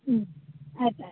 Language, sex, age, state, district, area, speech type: Kannada, female, 30-45, Karnataka, Gadag, rural, conversation